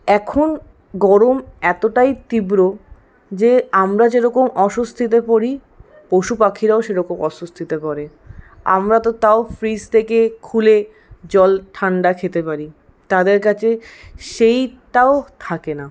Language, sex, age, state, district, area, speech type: Bengali, female, 60+, West Bengal, Paschim Bardhaman, rural, spontaneous